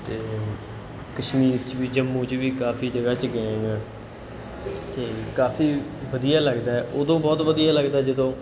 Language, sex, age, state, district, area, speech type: Punjabi, male, 30-45, Punjab, Bathinda, rural, spontaneous